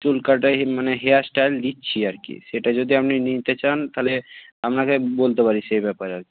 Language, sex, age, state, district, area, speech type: Bengali, male, 60+, West Bengal, Purba Medinipur, rural, conversation